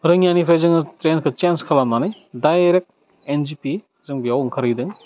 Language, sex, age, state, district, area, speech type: Bodo, male, 18-30, Assam, Udalguri, urban, spontaneous